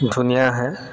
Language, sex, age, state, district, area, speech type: Assamese, male, 30-45, Assam, Sivasagar, urban, spontaneous